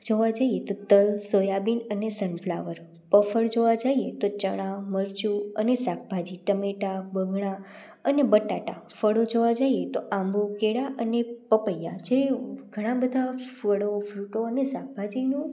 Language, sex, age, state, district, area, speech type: Gujarati, female, 18-30, Gujarat, Rajkot, rural, spontaneous